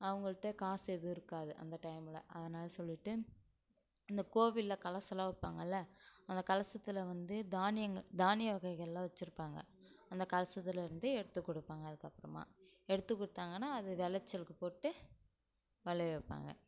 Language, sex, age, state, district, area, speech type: Tamil, female, 18-30, Tamil Nadu, Kallakurichi, rural, spontaneous